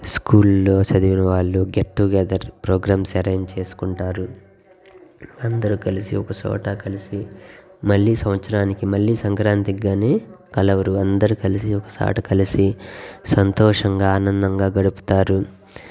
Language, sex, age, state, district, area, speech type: Telugu, male, 30-45, Andhra Pradesh, Guntur, rural, spontaneous